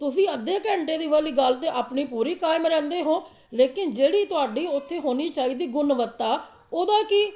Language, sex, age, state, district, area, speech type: Punjabi, female, 45-60, Punjab, Amritsar, urban, spontaneous